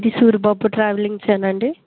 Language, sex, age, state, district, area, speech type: Telugu, female, 30-45, Andhra Pradesh, Kakinada, rural, conversation